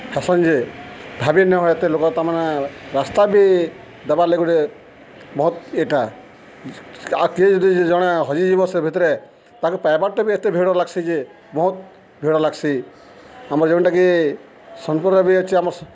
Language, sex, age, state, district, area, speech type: Odia, male, 45-60, Odisha, Subarnapur, urban, spontaneous